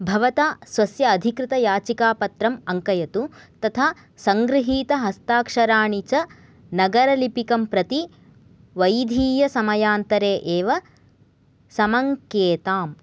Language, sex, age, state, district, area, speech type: Sanskrit, female, 18-30, Karnataka, Gadag, urban, read